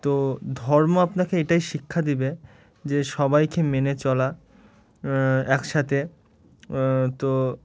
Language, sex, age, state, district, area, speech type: Bengali, male, 18-30, West Bengal, Murshidabad, urban, spontaneous